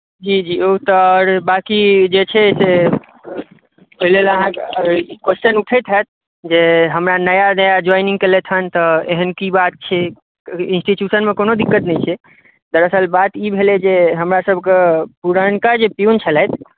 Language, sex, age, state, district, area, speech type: Maithili, male, 18-30, Bihar, Madhubani, rural, conversation